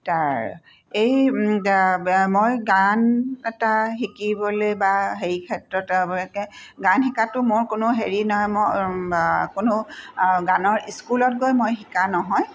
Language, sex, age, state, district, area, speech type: Assamese, female, 45-60, Assam, Tinsukia, rural, spontaneous